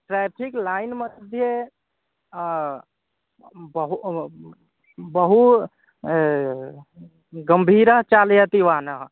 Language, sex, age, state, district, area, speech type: Sanskrit, male, 18-30, Bihar, East Champaran, rural, conversation